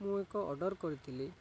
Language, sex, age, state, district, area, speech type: Odia, male, 45-60, Odisha, Malkangiri, urban, spontaneous